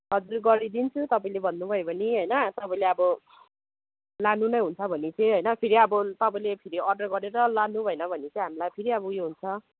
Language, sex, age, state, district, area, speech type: Nepali, female, 30-45, West Bengal, Kalimpong, rural, conversation